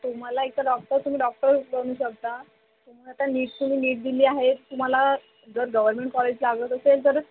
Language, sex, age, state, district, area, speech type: Marathi, female, 18-30, Maharashtra, Wardha, rural, conversation